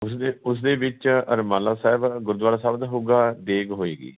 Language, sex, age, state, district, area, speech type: Punjabi, male, 45-60, Punjab, Fatehgarh Sahib, rural, conversation